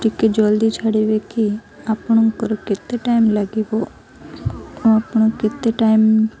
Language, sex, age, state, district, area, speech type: Odia, female, 18-30, Odisha, Malkangiri, urban, spontaneous